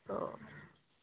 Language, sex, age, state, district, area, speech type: Assamese, female, 30-45, Assam, Kamrup Metropolitan, urban, conversation